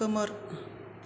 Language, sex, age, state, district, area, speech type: Bodo, female, 30-45, Assam, Chirang, urban, read